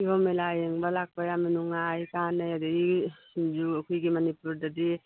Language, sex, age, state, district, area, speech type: Manipuri, female, 45-60, Manipur, Churachandpur, urban, conversation